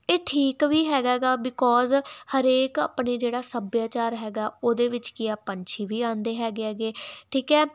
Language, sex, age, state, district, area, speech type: Punjabi, female, 18-30, Punjab, Muktsar, urban, spontaneous